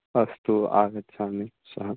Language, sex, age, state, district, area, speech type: Sanskrit, male, 18-30, Bihar, Samastipur, rural, conversation